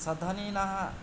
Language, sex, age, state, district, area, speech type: Sanskrit, male, 18-30, Karnataka, Yadgir, urban, spontaneous